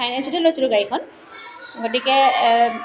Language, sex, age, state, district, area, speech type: Assamese, female, 30-45, Assam, Dibrugarh, urban, spontaneous